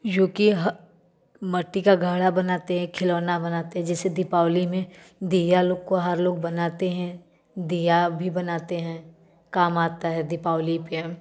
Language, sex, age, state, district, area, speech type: Hindi, female, 30-45, Uttar Pradesh, Varanasi, rural, spontaneous